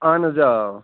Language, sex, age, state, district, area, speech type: Kashmiri, male, 18-30, Jammu and Kashmir, Bandipora, rural, conversation